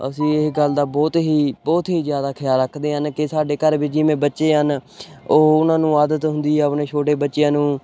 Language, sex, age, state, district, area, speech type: Punjabi, male, 18-30, Punjab, Hoshiarpur, rural, spontaneous